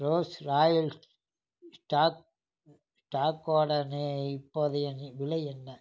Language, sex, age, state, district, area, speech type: Tamil, male, 45-60, Tamil Nadu, Namakkal, rural, read